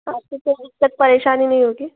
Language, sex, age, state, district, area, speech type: Hindi, female, 18-30, Madhya Pradesh, Betul, rural, conversation